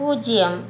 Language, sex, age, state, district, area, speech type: Tamil, female, 60+, Tamil Nadu, Nagapattinam, rural, read